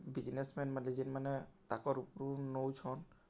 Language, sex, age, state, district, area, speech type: Odia, male, 18-30, Odisha, Balangir, urban, spontaneous